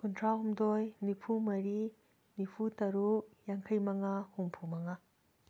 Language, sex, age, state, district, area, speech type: Manipuri, female, 45-60, Manipur, Imphal West, urban, spontaneous